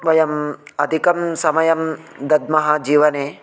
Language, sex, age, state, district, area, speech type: Sanskrit, male, 30-45, Telangana, Ranga Reddy, urban, spontaneous